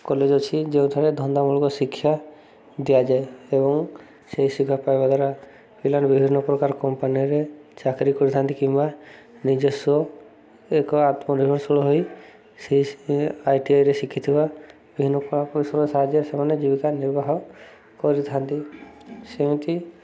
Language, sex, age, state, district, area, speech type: Odia, male, 30-45, Odisha, Subarnapur, urban, spontaneous